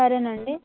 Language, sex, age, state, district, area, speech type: Telugu, female, 18-30, Telangana, Hyderabad, rural, conversation